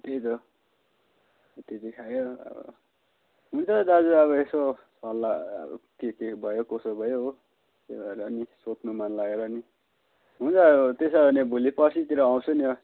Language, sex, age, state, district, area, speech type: Nepali, male, 30-45, West Bengal, Kalimpong, rural, conversation